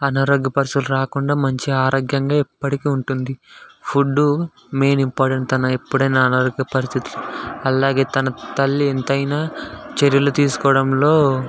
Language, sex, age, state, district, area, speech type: Telugu, male, 18-30, Telangana, Hyderabad, urban, spontaneous